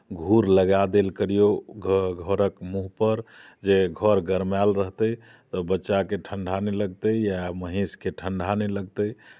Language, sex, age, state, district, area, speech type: Maithili, male, 45-60, Bihar, Muzaffarpur, rural, spontaneous